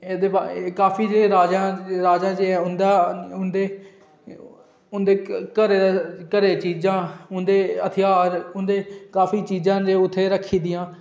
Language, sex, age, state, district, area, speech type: Dogri, male, 18-30, Jammu and Kashmir, Udhampur, urban, spontaneous